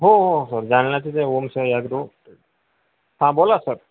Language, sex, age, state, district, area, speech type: Marathi, male, 45-60, Maharashtra, Jalna, urban, conversation